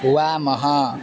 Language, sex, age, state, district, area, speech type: Sanskrit, male, 18-30, Assam, Dhemaji, rural, read